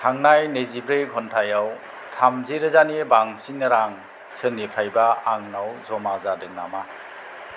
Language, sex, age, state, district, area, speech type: Bodo, male, 60+, Assam, Kokrajhar, rural, read